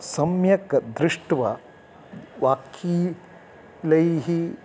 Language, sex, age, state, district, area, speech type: Sanskrit, male, 60+, Karnataka, Uttara Kannada, urban, spontaneous